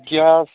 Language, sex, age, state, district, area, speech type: Odia, male, 45-60, Odisha, Nabarangpur, rural, conversation